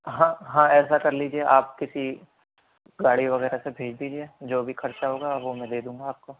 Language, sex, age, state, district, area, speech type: Urdu, male, 18-30, Delhi, Central Delhi, urban, conversation